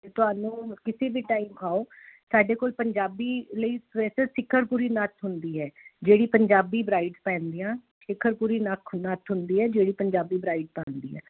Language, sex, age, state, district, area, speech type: Punjabi, female, 30-45, Punjab, Jalandhar, urban, conversation